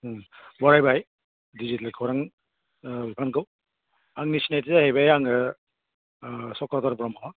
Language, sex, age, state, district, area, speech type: Bodo, male, 60+, Assam, Udalguri, urban, conversation